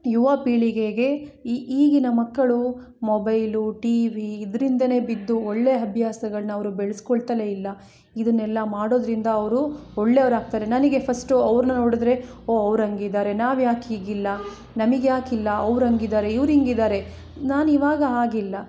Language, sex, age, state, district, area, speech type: Kannada, female, 30-45, Karnataka, Chikkamagaluru, rural, spontaneous